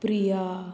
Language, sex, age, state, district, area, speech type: Goan Konkani, female, 18-30, Goa, Murmgao, rural, spontaneous